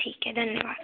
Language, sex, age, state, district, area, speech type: Hindi, female, 18-30, Madhya Pradesh, Betul, urban, conversation